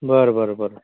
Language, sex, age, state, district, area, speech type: Marathi, male, 30-45, Maharashtra, Akola, rural, conversation